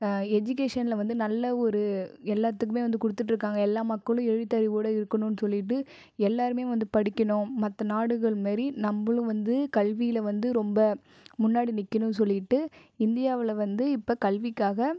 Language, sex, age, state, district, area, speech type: Tamil, female, 18-30, Tamil Nadu, Viluppuram, urban, spontaneous